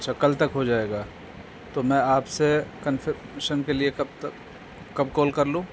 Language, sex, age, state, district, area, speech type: Urdu, male, 45-60, Delhi, North East Delhi, urban, spontaneous